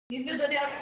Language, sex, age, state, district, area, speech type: Kannada, female, 60+, Karnataka, Belgaum, rural, conversation